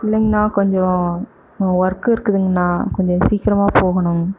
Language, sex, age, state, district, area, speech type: Tamil, female, 30-45, Tamil Nadu, Erode, rural, spontaneous